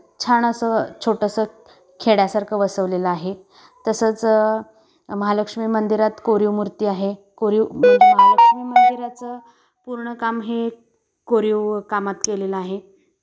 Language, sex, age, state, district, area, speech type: Marathi, female, 30-45, Maharashtra, Kolhapur, urban, spontaneous